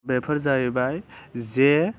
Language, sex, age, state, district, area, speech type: Bodo, male, 18-30, Assam, Baksa, rural, spontaneous